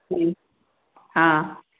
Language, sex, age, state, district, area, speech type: Sindhi, female, 45-60, Uttar Pradesh, Lucknow, urban, conversation